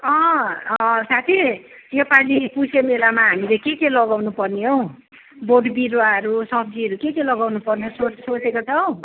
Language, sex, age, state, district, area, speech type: Nepali, male, 60+, West Bengal, Kalimpong, rural, conversation